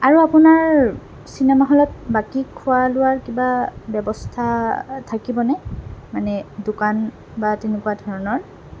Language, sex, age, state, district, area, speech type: Assamese, female, 18-30, Assam, Goalpara, urban, spontaneous